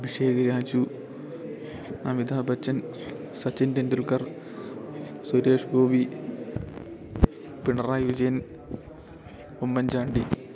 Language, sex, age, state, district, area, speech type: Malayalam, male, 18-30, Kerala, Idukki, rural, spontaneous